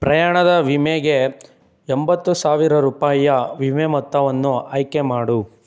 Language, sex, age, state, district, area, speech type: Kannada, male, 18-30, Karnataka, Chikkaballapur, rural, read